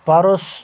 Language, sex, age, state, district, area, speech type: Kashmiri, male, 60+, Jammu and Kashmir, Anantnag, rural, spontaneous